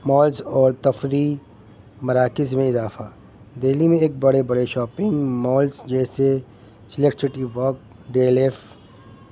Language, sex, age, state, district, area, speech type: Urdu, male, 30-45, Delhi, North East Delhi, urban, spontaneous